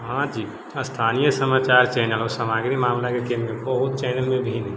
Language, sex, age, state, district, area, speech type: Maithili, male, 30-45, Bihar, Sitamarhi, urban, spontaneous